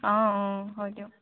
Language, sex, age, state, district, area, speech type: Assamese, female, 45-60, Assam, Dibrugarh, rural, conversation